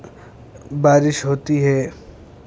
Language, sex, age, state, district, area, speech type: Urdu, male, 18-30, Uttar Pradesh, Muzaffarnagar, urban, spontaneous